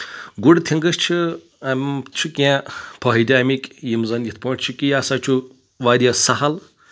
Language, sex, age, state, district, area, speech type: Kashmiri, male, 18-30, Jammu and Kashmir, Anantnag, rural, spontaneous